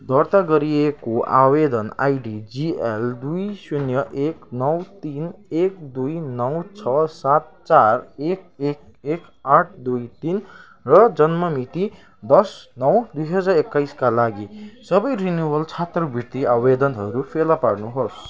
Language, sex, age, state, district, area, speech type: Nepali, male, 18-30, West Bengal, Kalimpong, rural, read